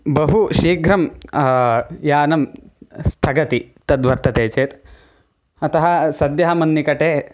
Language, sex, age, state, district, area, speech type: Sanskrit, male, 18-30, Karnataka, Chikkamagaluru, rural, spontaneous